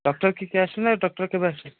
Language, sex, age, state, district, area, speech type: Odia, male, 45-60, Odisha, Sambalpur, rural, conversation